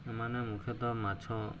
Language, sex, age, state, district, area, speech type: Odia, male, 30-45, Odisha, Subarnapur, urban, spontaneous